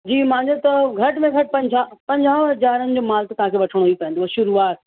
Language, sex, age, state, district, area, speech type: Sindhi, female, 30-45, Uttar Pradesh, Lucknow, urban, conversation